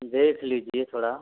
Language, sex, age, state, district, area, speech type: Hindi, male, 45-60, Uttar Pradesh, Azamgarh, rural, conversation